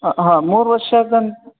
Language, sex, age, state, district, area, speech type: Kannada, male, 30-45, Karnataka, Bangalore Rural, rural, conversation